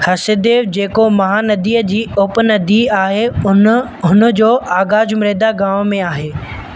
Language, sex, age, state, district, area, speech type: Sindhi, male, 18-30, Madhya Pradesh, Katni, rural, read